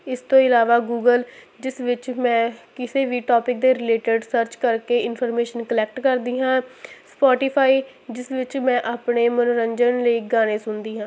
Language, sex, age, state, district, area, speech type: Punjabi, female, 18-30, Punjab, Hoshiarpur, rural, spontaneous